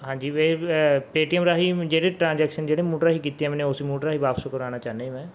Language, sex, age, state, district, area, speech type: Punjabi, male, 18-30, Punjab, Mansa, urban, spontaneous